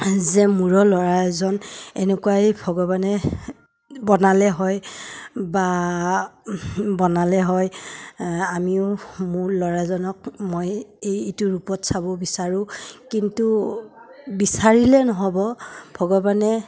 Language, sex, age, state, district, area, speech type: Assamese, female, 30-45, Assam, Udalguri, rural, spontaneous